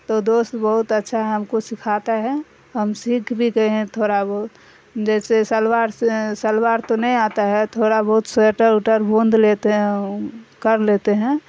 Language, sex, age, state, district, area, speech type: Urdu, female, 45-60, Bihar, Darbhanga, rural, spontaneous